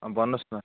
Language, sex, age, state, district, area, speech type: Nepali, male, 30-45, West Bengal, Darjeeling, rural, conversation